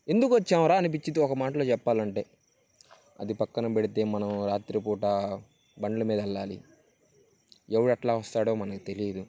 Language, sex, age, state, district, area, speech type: Telugu, male, 18-30, Andhra Pradesh, Bapatla, urban, spontaneous